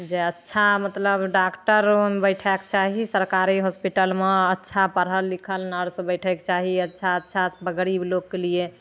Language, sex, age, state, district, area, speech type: Maithili, female, 18-30, Bihar, Begusarai, rural, spontaneous